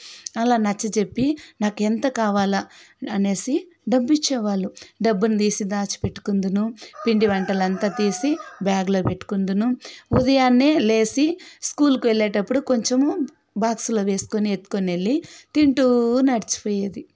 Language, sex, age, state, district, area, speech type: Telugu, female, 45-60, Andhra Pradesh, Sri Balaji, rural, spontaneous